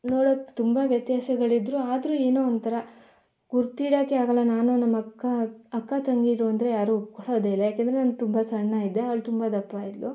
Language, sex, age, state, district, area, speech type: Kannada, female, 18-30, Karnataka, Mandya, rural, spontaneous